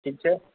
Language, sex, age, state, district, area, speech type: Maithili, male, 18-30, Bihar, Purnia, urban, conversation